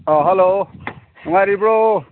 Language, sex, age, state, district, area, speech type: Manipuri, male, 45-60, Manipur, Ukhrul, rural, conversation